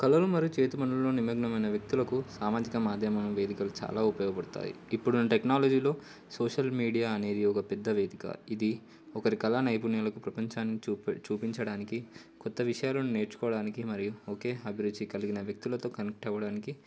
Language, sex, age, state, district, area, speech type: Telugu, male, 18-30, Telangana, Komaram Bheem, urban, spontaneous